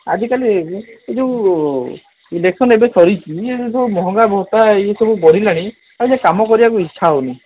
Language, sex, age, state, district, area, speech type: Odia, male, 30-45, Odisha, Sundergarh, urban, conversation